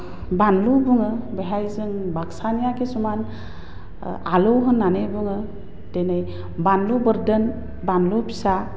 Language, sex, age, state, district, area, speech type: Bodo, female, 30-45, Assam, Baksa, urban, spontaneous